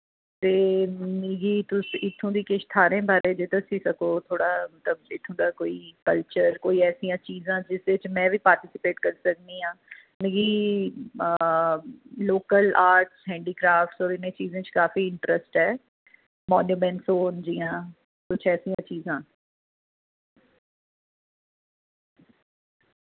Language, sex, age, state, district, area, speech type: Dogri, female, 30-45, Jammu and Kashmir, Jammu, urban, conversation